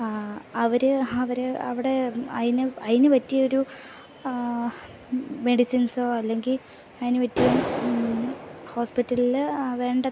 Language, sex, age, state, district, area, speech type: Malayalam, female, 18-30, Kerala, Idukki, rural, spontaneous